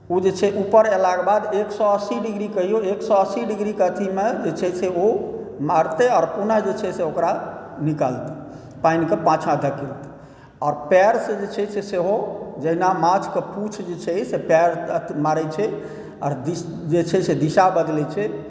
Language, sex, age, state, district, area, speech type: Maithili, male, 45-60, Bihar, Supaul, rural, spontaneous